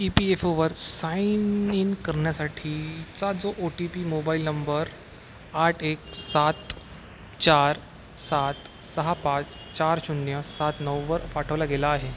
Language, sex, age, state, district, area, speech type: Marathi, male, 45-60, Maharashtra, Nagpur, urban, read